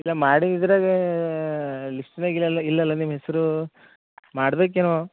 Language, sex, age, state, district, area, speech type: Kannada, male, 18-30, Karnataka, Bidar, urban, conversation